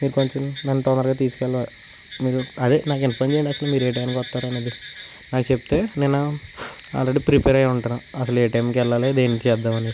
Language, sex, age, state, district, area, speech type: Telugu, male, 30-45, Andhra Pradesh, West Godavari, rural, spontaneous